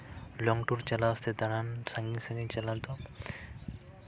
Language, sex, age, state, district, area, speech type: Santali, male, 18-30, West Bengal, Jhargram, rural, spontaneous